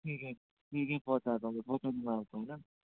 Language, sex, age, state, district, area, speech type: Hindi, male, 60+, Rajasthan, Jaipur, urban, conversation